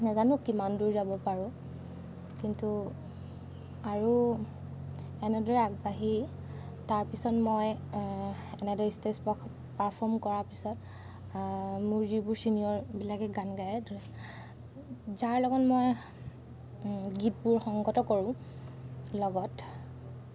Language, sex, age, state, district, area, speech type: Assamese, female, 30-45, Assam, Lakhimpur, rural, spontaneous